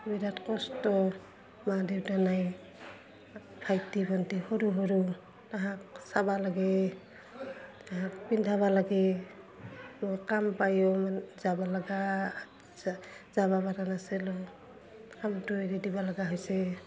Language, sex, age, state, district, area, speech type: Assamese, female, 45-60, Assam, Barpeta, rural, spontaneous